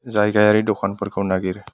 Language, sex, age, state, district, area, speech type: Bodo, male, 30-45, Assam, Kokrajhar, rural, read